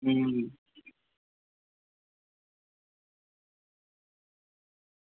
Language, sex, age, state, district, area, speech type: Dogri, male, 30-45, Jammu and Kashmir, Udhampur, urban, conversation